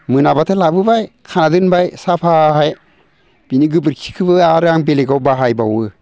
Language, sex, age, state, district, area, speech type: Bodo, male, 60+, Assam, Baksa, urban, spontaneous